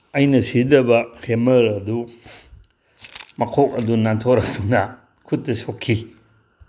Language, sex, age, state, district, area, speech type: Manipuri, male, 60+, Manipur, Tengnoupal, rural, spontaneous